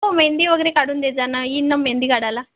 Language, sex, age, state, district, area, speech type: Marathi, female, 18-30, Maharashtra, Thane, rural, conversation